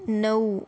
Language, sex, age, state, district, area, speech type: Marathi, female, 18-30, Maharashtra, Yavatmal, rural, read